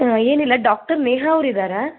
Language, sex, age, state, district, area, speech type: Kannada, female, 30-45, Karnataka, Gulbarga, urban, conversation